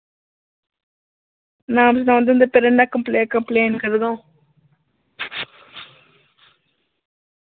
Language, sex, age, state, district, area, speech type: Dogri, male, 45-60, Jammu and Kashmir, Udhampur, urban, conversation